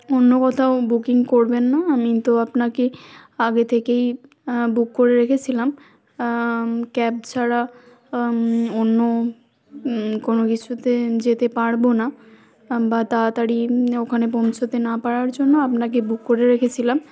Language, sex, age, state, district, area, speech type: Bengali, female, 18-30, West Bengal, Hooghly, urban, spontaneous